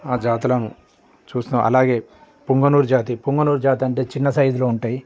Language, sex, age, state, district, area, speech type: Telugu, male, 45-60, Telangana, Peddapalli, rural, spontaneous